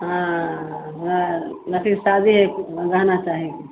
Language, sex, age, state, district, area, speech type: Maithili, female, 60+, Bihar, Begusarai, rural, conversation